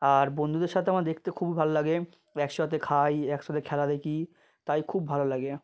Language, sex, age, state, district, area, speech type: Bengali, male, 30-45, West Bengal, South 24 Parganas, rural, spontaneous